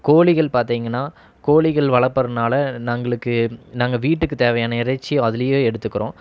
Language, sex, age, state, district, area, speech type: Tamil, male, 30-45, Tamil Nadu, Erode, rural, spontaneous